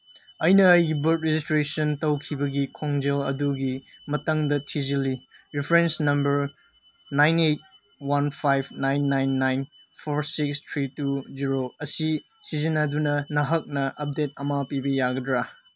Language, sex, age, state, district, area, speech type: Manipuri, male, 18-30, Manipur, Senapati, urban, read